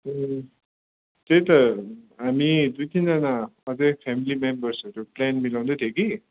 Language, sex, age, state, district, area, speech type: Nepali, male, 18-30, West Bengal, Kalimpong, rural, conversation